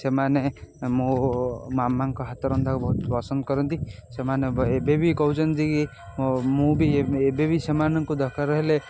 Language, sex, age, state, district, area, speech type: Odia, male, 18-30, Odisha, Jagatsinghpur, rural, spontaneous